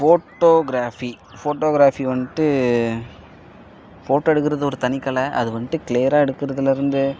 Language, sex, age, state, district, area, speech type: Tamil, male, 18-30, Tamil Nadu, Perambalur, rural, spontaneous